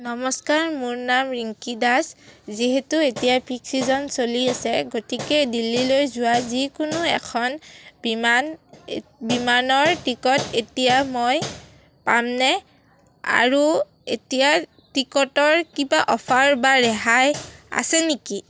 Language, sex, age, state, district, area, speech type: Assamese, female, 18-30, Assam, Udalguri, rural, spontaneous